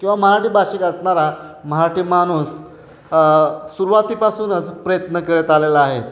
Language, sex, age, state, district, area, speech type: Marathi, male, 30-45, Maharashtra, Satara, urban, spontaneous